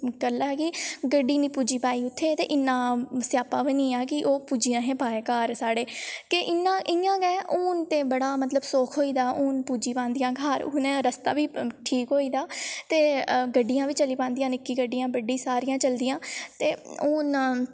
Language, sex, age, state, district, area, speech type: Dogri, female, 18-30, Jammu and Kashmir, Reasi, rural, spontaneous